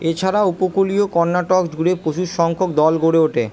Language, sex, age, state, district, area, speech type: Bengali, female, 30-45, West Bengal, Purba Bardhaman, urban, read